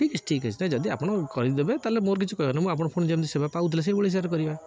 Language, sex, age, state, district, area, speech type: Odia, male, 30-45, Odisha, Jagatsinghpur, rural, spontaneous